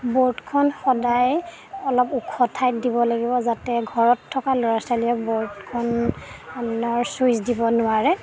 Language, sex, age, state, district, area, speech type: Assamese, female, 30-45, Assam, Golaghat, urban, spontaneous